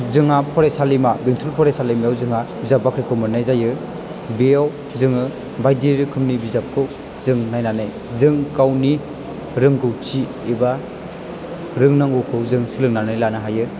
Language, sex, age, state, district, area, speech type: Bodo, male, 18-30, Assam, Chirang, urban, spontaneous